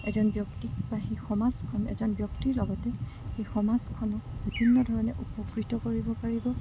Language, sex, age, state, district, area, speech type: Assamese, female, 30-45, Assam, Morigaon, rural, spontaneous